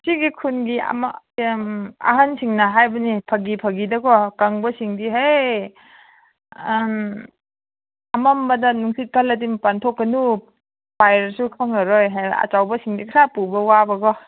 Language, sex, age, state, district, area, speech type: Manipuri, female, 18-30, Manipur, Kangpokpi, urban, conversation